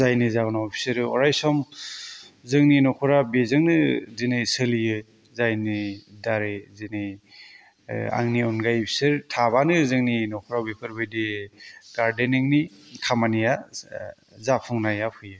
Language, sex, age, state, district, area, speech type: Bodo, male, 30-45, Assam, Kokrajhar, rural, spontaneous